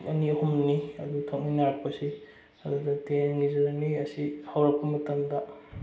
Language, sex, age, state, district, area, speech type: Manipuri, male, 18-30, Manipur, Bishnupur, rural, spontaneous